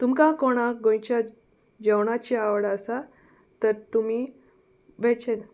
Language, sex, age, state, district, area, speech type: Goan Konkani, female, 30-45, Goa, Salcete, rural, spontaneous